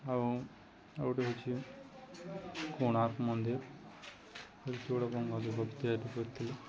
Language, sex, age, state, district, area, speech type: Odia, male, 30-45, Odisha, Nuapada, urban, spontaneous